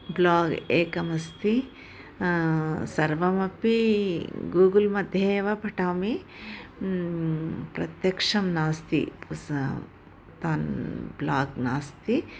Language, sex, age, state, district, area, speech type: Sanskrit, female, 60+, Karnataka, Bellary, urban, spontaneous